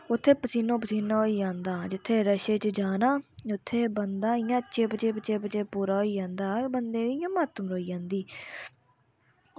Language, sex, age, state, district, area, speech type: Dogri, female, 18-30, Jammu and Kashmir, Udhampur, rural, spontaneous